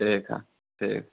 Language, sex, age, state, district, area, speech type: Hindi, male, 18-30, Bihar, Vaishali, rural, conversation